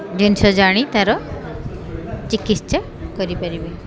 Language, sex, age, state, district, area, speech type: Odia, female, 30-45, Odisha, Koraput, urban, spontaneous